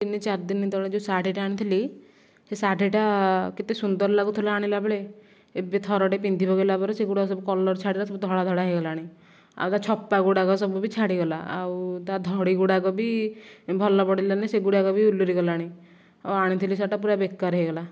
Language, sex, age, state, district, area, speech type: Odia, female, 18-30, Odisha, Nayagarh, rural, spontaneous